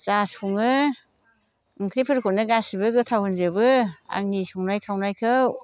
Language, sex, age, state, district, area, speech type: Bodo, female, 60+, Assam, Chirang, rural, spontaneous